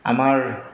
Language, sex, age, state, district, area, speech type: Assamese, male, 45-60, Assam, Goalpara, urban, spontaneous